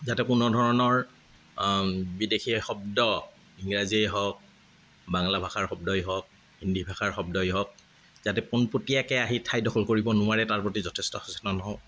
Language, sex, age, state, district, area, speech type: Assamese, male, 45-60, Assam, Kamrup Metropolitan, urban, spontaneous